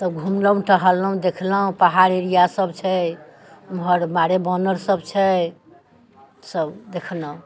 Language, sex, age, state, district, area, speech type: Maithili, female, 45-60, Bihar, Muzaffarpur, rural, spontaneous